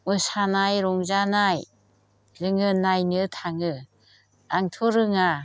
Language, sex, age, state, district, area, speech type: Bodo, female, 60+, Assam, Chirang, rural, spontaneous